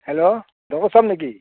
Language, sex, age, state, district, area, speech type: Assamese, male, 45-60, Assam, Barpeta, rural, conversation